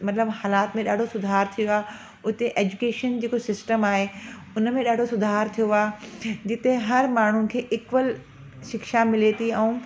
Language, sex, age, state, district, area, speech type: Sindhi, female, 30-45, Delhi, South Delhi, urban, spontaneous